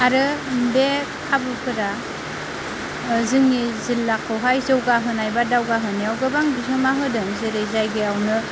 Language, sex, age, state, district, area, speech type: Bodo, female, 30-45, Assam, Kokrajhar, rural, spontaneous